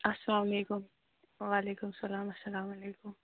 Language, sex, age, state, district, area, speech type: Kashmiri, female, 18-30, Jammu and Kashmir, Kulgam, rural, conversation